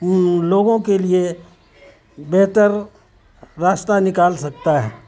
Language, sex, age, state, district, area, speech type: Urdu, male, 45-60, Bihar, Saharsa, rural, spontaneous